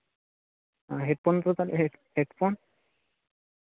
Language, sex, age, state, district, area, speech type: Santali, male, 30-45, West Bengal, Paschim Bardhaman, rural, conversation